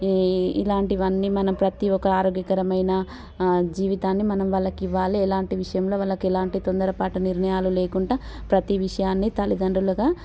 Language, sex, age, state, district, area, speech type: Telugu, female, 30-45, Telangana, Warangal, urban, spontaneous